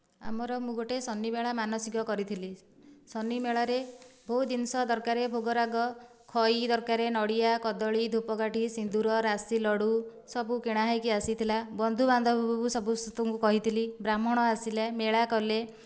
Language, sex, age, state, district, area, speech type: Odia, female, 30-45, Odisha, Dhenkanal, rural, spontaneous